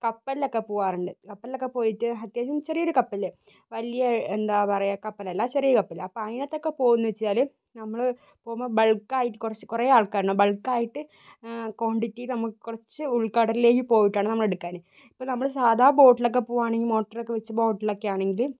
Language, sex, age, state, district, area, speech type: Malayalam, female, 30-45, Kerala, Kozhikode, urban, spontaneous